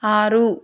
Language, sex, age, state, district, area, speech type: Telugu, female, 30-45, Telangana, Peddapalli, rural, read